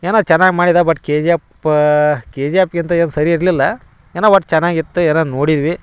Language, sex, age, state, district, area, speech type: Kannada, male, 18-30, Karnataka, Dharwad, urban, spontaneous